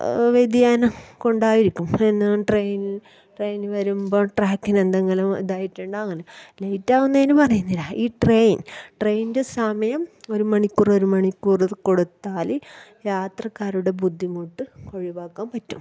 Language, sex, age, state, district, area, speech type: Malayalam, female, 30-45, Kerala, Kasaragod, rural, spontaneous